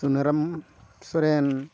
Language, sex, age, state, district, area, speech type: Santali, male, 45-60, Odisha, Mayurbhanj, rural, spontaneous